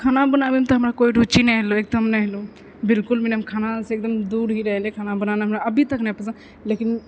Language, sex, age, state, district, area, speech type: Maithili, female, 18-30, Bihar, Purnia, rural, spontaneous